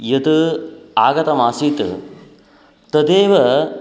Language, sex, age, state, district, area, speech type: Sanskrit, male, 45-60, Karnataka, Uttara Kannada, rural, spontaneous